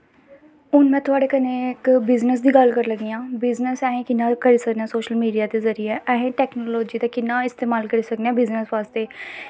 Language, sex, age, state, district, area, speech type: Dogri, female, 18-30, Jammu and Kashmir, Samba, rural, spontaneous